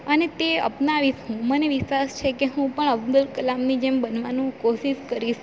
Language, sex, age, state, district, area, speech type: Gujarati, female, 18-30, Gujarat, Valsad, rural, spontaneous